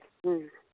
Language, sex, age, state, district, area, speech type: Manipuri, female, 45-60, Manipur, Imphal East, rural, conversation